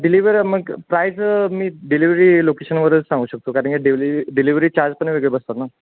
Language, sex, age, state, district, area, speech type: Marathi, male, 18-30, Maharashtra, Sangli, urban, conversation